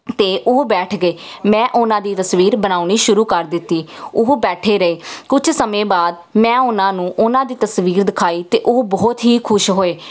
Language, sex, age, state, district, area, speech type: Punjabi, female, 18-30, Punjab, Jalandhar, urban, spontaneous